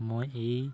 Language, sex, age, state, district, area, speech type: Assamese, male, 18-30, Assam, Sivasagar, urban, spontaneous